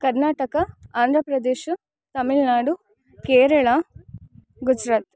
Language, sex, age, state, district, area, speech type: Kannada, female, 18-30, Karnataka, Chikkamagaluru, rural, spontaneous